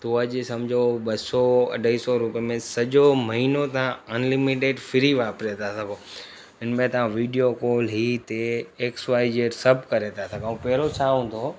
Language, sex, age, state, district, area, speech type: Sindhi, male, 30-45, Gujarat, Surat, urban, spontaneous